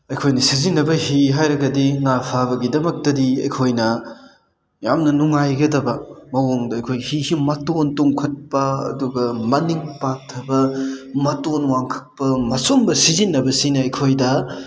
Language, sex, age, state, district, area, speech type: Manipuri, male, 30-45, Manipur, Thoubal, rural, spontaneous